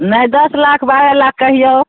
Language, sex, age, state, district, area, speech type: Maithili, female, 45-60, Bihar, Begusarai, urban, conversation